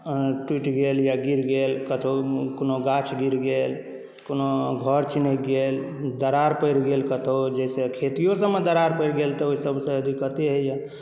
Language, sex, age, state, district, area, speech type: Maithili, male, 18-30, Bihar, Saharsa, rural, spontaneous